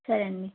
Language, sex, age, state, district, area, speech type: Telugu, female, 18-30, Andhra Pradesh, Guntur, urban, conversation